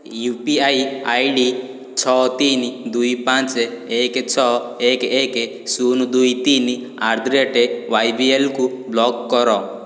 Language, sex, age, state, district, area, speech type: Odia, male, 30-45, Odisha, Puri, urban, read